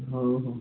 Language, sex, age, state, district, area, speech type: Odia, male, 18-30, Odisha, Rayagada, urban, conversation